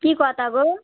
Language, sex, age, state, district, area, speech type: Bengali, female, 45-60, West Bengal, South 24 Parganas, rural, conversation